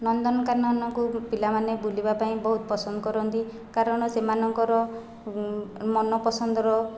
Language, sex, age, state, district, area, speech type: Odia, female, 30-45, Odisha, Khordha, rural, spontaneous